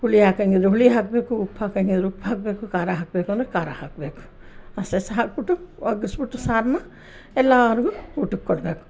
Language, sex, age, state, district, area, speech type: Kannada, female, 60+, Karnataka, Mysore, rural, spontaneous